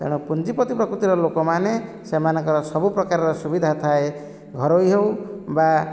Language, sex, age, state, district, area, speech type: Odia, male, 45-60, Odisha, Nayagarh, rural, spontaneous